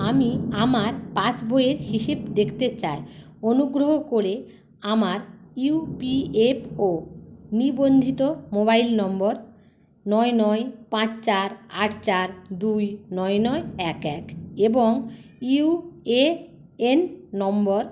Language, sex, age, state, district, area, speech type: Bengali, female, 30-45, West Bengal, Paschim Medinipur, rural, read